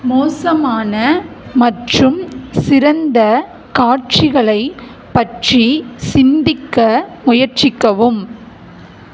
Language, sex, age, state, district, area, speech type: Tamil, female, 45-60, Tamil Nadu, Mayiladuthurai, rural, read